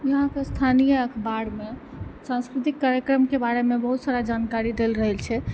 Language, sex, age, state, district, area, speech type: Maithili, female, 18-30, Bihar, Purnia, rural, spontaneous